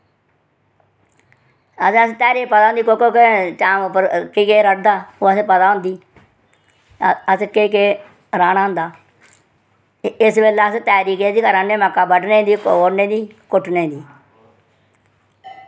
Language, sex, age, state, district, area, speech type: Dogri, female, 60+, Jammu and Kashmir, Reasi, rural, spontaneous